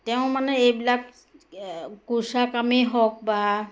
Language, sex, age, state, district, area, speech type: Assamese, female, 45-60, Assam, Majuli, rural, spontaneous